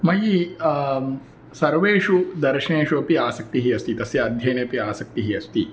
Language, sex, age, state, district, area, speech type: Sanskrit, male, 30-45, Tamil Nadu, Tirunelveli, rural, spontaneous